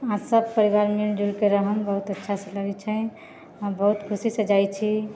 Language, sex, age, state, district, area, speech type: Maithili, female, 18-30, Bihar, Sitamarhi, rural, spontaneous